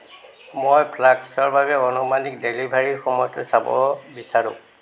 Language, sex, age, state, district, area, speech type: Assamese, male, 60+, Assam, Golaghat, urban, read